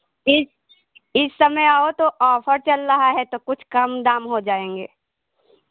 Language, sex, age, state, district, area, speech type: Hindi, female, 45-60, Uttar Pradesh, Lucknow, rural, conversation